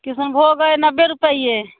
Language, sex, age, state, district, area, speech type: Maithili, female, 45-60, Bihar, Muzaffarpur, urban, conversation